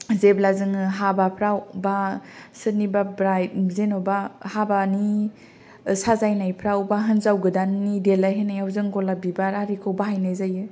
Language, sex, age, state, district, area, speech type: Bodo, female, 18-30, Assam, Kokrajhar, rural, spontaneous